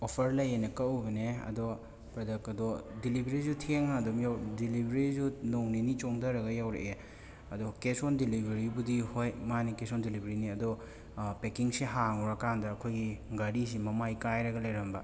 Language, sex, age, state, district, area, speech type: Manipuri, male, 30-45, Manipur, Imphal West, urban, spontaneous